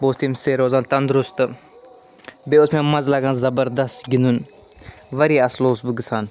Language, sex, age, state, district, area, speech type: Kashmiri, male, 45-60, Jammu and Kashmir, Ganderbal, urban, spontaneous